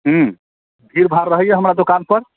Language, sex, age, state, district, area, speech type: Maithili, male, 45-60, Bihar, Muzaffarpur, urban, conversation